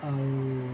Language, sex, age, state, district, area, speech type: Odia, male, 30-45, Odisha, Sundergarh, urban, spontaneous